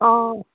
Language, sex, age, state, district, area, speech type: Assamese, female, 45-60, Assam, Jorhat, urban, conversation